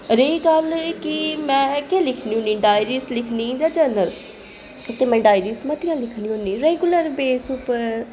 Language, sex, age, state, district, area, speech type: Dogri, female, 30-45, Jammu and Kashmir, Jammu, urban, spontaneous